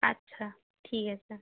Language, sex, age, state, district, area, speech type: Bengali, female, 18-30, West Bengal, Nadia, rural, conversation